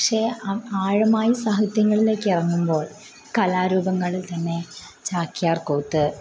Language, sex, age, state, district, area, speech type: Malayalam, female, 18-30, Kerala, Kottayam, rural, spontaneous